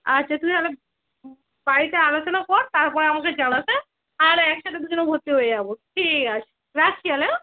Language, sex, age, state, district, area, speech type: Bengali, female, 30-45, West Bengal, Darjeeling, rural, conversation